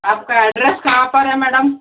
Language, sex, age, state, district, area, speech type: Hindi, female, 45-60, Rajasthan, Jodhpur, urban, conversation